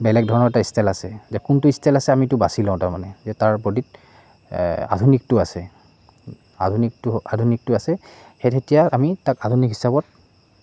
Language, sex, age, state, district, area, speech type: Assamese, male, 18-30, Assam, Goalpara, rural, spontaneous